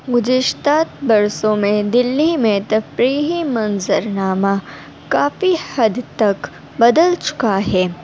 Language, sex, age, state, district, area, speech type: Urdu, female, 18-30, Delhi, North East Delhi, urban, spontaneous